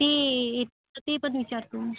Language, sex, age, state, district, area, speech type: Marathi, female, 18-30, Maharashtra, Amravati, rural, conversation